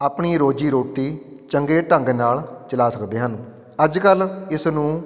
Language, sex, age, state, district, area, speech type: Punjabi, male, 45-60, Punjab, Fatehgarh Sahib, rural, spontaneous